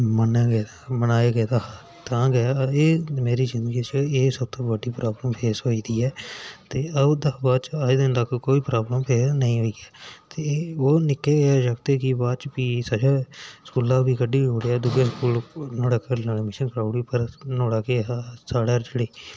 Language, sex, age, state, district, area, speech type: Dogri, male, 18-30, Jammu and Kashmir, Udhampur, rural, spontaneous